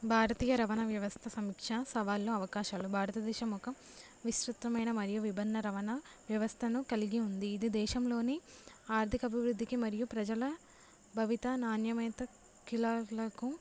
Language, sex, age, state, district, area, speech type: Telugu, female, 18-30, Telangana, Jangaon, urban, spontaneous